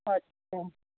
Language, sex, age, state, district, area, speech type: Sindhi, female, 30-45, Delhi, South Delhi, urban, conversation